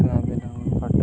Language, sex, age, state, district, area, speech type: Odia, male, 18-30, Odisha, Nuapada, urban, spontaneous